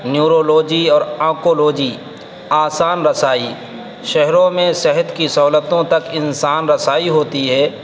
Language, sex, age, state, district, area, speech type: Urdu, male, 18-30, Uttar Pradesh, Saharanpur, urban, spontaneous